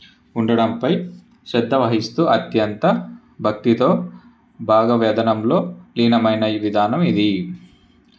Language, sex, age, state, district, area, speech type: Telugu, male, 18-30, Telangana, Ranga Reddy, urban, spontaneous